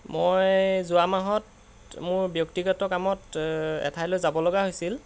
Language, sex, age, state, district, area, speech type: Assamese, male, 18-30, Assam, Golaghat, urban, spontaneous